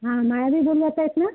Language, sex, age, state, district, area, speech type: Marathi, female, 45-60, Maharashtra, Washim, rural, conversation